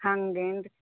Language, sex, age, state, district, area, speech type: Kannada, female, 18-30, Karnataka, Gulbarga, urban, conversation